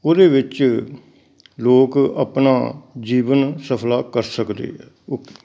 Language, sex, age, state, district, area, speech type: Punjabi, male, 60+, Punjab, Amritsar, urban, spontaneous